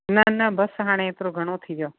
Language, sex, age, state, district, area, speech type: Sindhi, female, 45-60, Gujarat, Kutch, rural, conversation